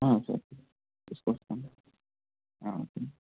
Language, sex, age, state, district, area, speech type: Telugu, female, 30-45, Andhra Pradesh, Konaseema, urban, conversation